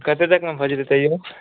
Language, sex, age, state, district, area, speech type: Maithili, male, 18-30, Bihar, Muzaffarpur, rural, conversation